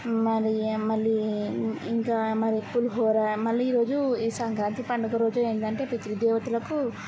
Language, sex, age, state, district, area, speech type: Telugu, female, 18-30, Andhra Pradesh, N T Rama Rao, urban, spontaneous